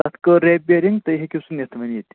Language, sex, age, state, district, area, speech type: Kashmiri, male, 18-30, Jammu and Kashmir, Anantnag, rural, conversation